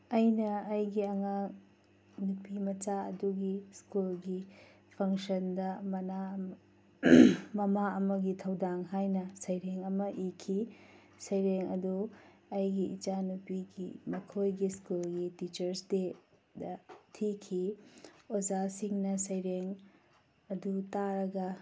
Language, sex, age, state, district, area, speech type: Manipuri, female, 45-60, Manipur, Tengnoupal, rural, spontaneous